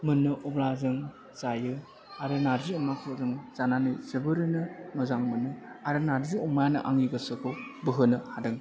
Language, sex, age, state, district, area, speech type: Bodo, male, 18-30, Assam, Chirang, rural, spontaneous